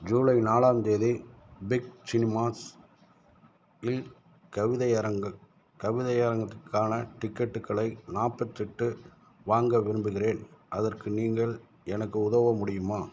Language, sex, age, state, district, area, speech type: Tamil, male, 60+, Tamil Nadu, Madurai, rural, read